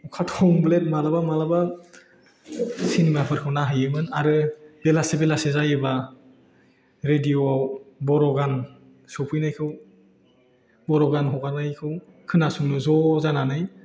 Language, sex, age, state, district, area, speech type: Bodo, male, 18-30, Assam, Udalguri, rural, spontaneous